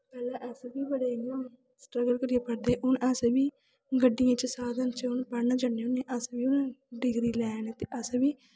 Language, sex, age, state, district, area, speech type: Dogri, female, 18-30, Jammu and Kashmir, Kathua, rural, spontaneous